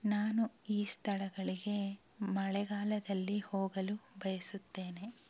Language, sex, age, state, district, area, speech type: Kannada, female, 18-30, Karnataka, Shimoga, urban, spontaneous